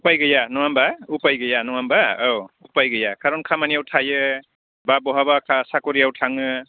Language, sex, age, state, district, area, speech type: Bodo, male, 45-60, Assam, Udalguri, urban, conversation